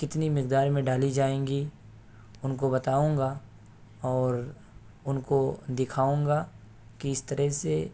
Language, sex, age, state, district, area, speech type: Urdu, male, 18-30, Delhi, East Delhi, urban, spontaneous